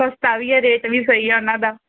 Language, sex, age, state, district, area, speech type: Punjabi, female, 18-30, Punjab, Mohali, urban, conversation